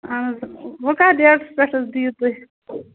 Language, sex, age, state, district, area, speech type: Kashmiri, female, 18-30, Jammu and Kashmir, Bandipora, rural, conversation